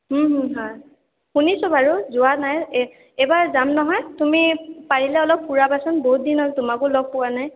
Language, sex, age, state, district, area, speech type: Assamese, female, 18-30, Assam, Sonitpur, rural, conversation